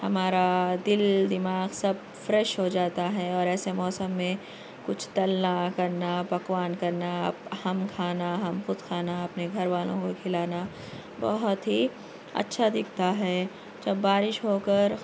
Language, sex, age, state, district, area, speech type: Urdu, female, 18-30, Telangana, Hyderabad, urban, spontaneous